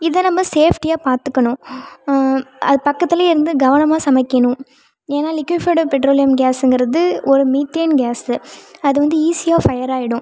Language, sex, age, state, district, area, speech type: Tamil, female, 18-30, Tamil Nadu, Thanjavur, rural, spontaneous